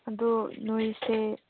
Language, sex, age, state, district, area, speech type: Manipuri, female, 18-30, Manipur, Senapati, urban, conversation